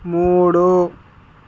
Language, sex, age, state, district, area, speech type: Telugu, male, 60+, Andhra Pradesh, Visakhapatnam, urban, read